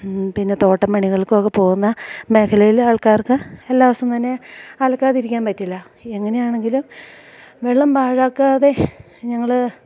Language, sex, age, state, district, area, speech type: Malayalam, female, 45-60, Kerala, Idukki, rural, spontaneous